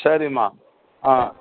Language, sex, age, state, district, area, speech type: Tamil, male, 60+, Tamil Nadu, Perambalur, rural, conversation